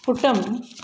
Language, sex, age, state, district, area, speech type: Sanskrit, female, 45-60, Karnataka, Shimoga, rural, spontaneous